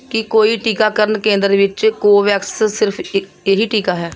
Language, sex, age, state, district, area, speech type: Punjabi, female, 45-60, Punjab, Pathankot, rural, read